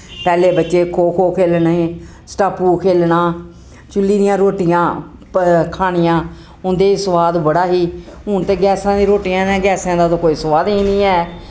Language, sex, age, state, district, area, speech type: Dogri, female, 60+, Jammu and Kashmir, Jammu, urban, spontaneous